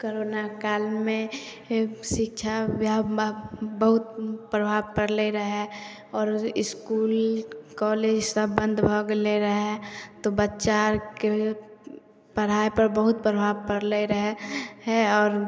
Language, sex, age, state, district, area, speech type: Maithili, female, 18-30, Bihar, Samastipur, urban, spontaneous